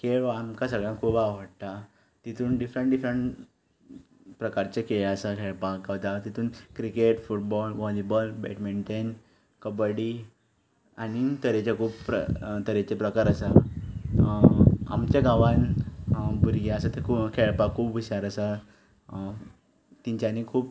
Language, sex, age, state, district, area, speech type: Goan Konkani, male, 18-30, Goa, Ponda, rural, spontaneous